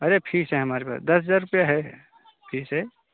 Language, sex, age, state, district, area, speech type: Hindi, male, 45-60, Uttar Pradesh, Jaunpur, rural, conversation